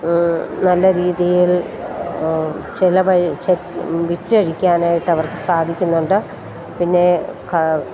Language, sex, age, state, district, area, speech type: Malayalam, female, 45-60, Kerala, Kottayam, rural, spontaneous